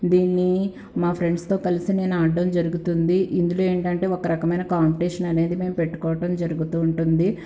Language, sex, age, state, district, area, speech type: Telugu, female, 18-30, Andhra Pradesh, Guntur, urban, spontaneous